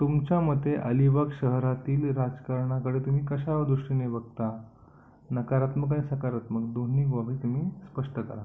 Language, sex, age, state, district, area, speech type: Marathi, male, 60+, Maharashtra, Raigad, rural, spontaneous